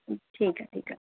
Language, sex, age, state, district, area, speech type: Sindhi, female, 30-45, Uttar Pradesh, Lucknow, urban, conversation